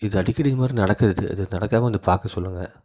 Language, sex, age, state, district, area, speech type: Tamil, male, 30-45, Tamil Nadu, Salem, urban, spontaneous